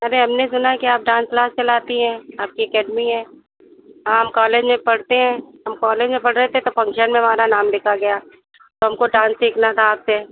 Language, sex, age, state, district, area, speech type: Hindi, female, 60+, Uttar Pradesh, Sitapur, rural, conversation